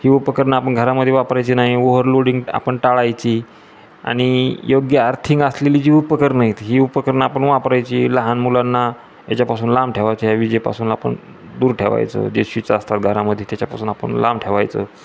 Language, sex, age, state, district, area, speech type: Marathi, male, 45-60, Maharashtra, Jalna, urban, spontaneous